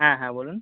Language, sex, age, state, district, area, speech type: Bengali, male, 18-30, West Bengal, Uttar Dinajpur, urban, conversation